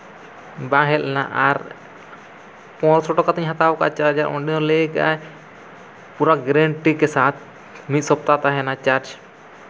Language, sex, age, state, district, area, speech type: Santali, male, 30-45, Jharkhand, East Singhbhum, rural, spontaneous